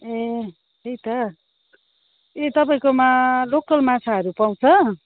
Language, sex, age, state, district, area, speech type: Nepali, female, 45-60, West Bengal, Kalimpong, rural, conversation